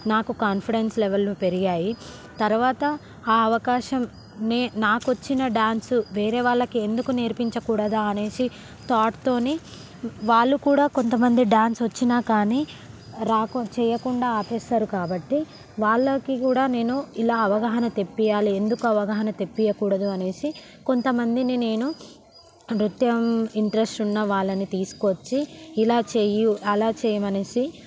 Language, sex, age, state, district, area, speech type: Telugu, female, 18-30, Telangana, Hyderabad, urban, spontaneous